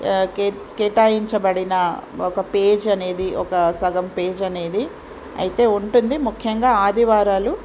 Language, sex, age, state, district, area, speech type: Telugu, female, 45-60, Telangana, Ranga Reddy, rural, spontaneous